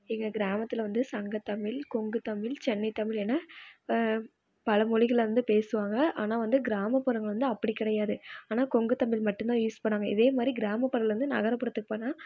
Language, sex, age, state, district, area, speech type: Tamil, female, 18-30, Tamil Nadu, Namakkal, rural, spontaneous